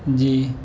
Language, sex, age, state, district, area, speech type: Urdu, male, 18-30, Uttar Pradesh, Muzaffarnagar, urban, spontaneous